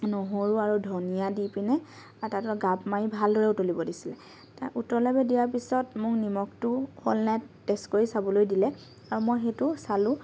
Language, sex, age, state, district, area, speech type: Assamese, female, 18-30, Assam, Lakhimpur, rural, spontaneous